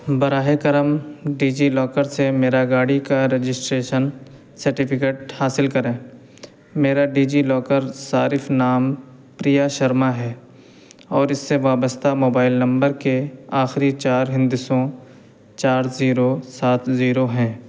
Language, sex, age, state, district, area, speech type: Urdu, male, 18-30, Uttar Pradesh, Saharanpur, urban, read